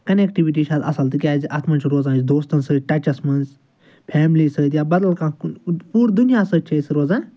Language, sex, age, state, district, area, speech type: Kashmiri, male, 30-45, Jammu and Kashmir, Ganderbal, rural, spontaneous